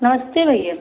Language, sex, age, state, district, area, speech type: Hindi, female, 30-45, Uttar Pradesh, Ayodhya, rural, conversation